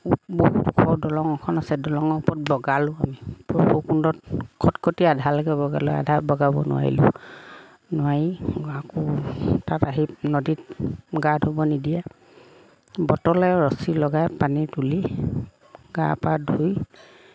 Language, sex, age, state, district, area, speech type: Assamese, female, 45-60, Assam, Lakhimpur, rural, spontaneous